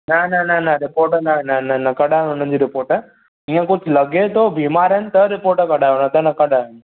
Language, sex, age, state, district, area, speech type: Sindhi, male, 18-30, Maharashtra, Thane, urban, conversation